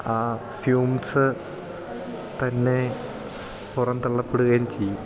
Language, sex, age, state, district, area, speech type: Malayalam, male, 18-30, Kerala, Idukki, rural, spontaneous